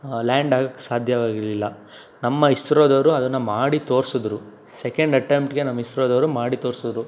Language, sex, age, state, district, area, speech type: Kannada, male, 18-30, Karnataka, Tumkur, rural, spontaneous